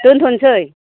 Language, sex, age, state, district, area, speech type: Bodo, female, 30-45, Assam, Baksa, rural, conversation